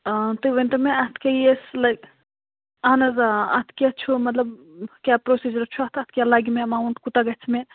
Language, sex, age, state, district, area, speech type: Kashmiri, female, 30-45, Jammu and Kashmir, Anantnag, rural, conversation